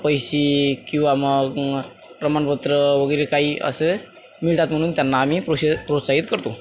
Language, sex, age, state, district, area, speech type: Marathi, male, 18-30, Maharashtra, Washim, urban, spontaneous